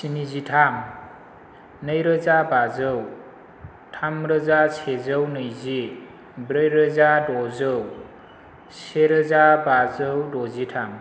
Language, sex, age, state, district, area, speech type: Bodo, male, 30-45, Assam, Chirang, rural, spontaneous